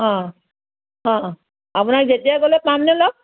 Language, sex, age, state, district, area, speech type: Assamese, female, 45-60, Assam, Sivasagar, rural, conversation